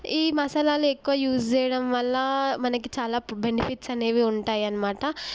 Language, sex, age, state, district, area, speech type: Telugu, female, 18-30, Telangana, Mahbubnagar, urban, spontaneous